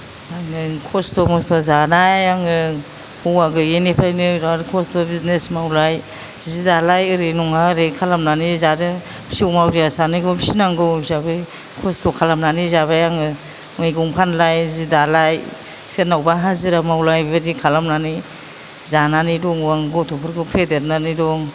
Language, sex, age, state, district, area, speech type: Bodo, female, 60+, Assam, Kokrajhar, rural, spontaneous